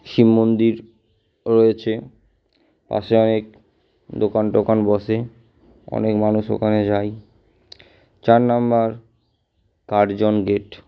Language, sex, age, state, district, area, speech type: Bengali, male, 18-30, West Bengal, Purba Bardhaman, urban, spontaneous